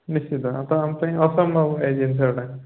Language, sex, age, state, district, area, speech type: Odia, male, 30-45, Odisha, Koraput, urban, conversation